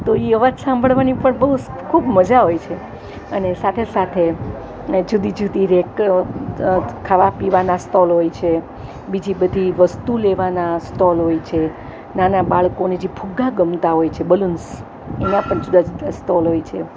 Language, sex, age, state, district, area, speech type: Gujarati, female, 60+, Gujarat, Rajkot, urban, spontaneous